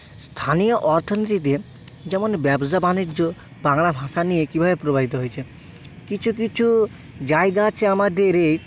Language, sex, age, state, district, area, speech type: Bengali, male, 18-30, West Bengal, Bankura, urban, spontaneous